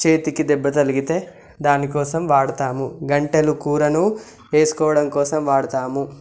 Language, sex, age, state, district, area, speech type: Telugu, male, 18-30, Telangana, Yadadri Bhuvanagiri, urban, spontaneous